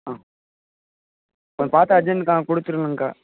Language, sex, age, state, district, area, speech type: Tamil, male, 18-30, Tamil Nadu, Namakkal, urban, conversation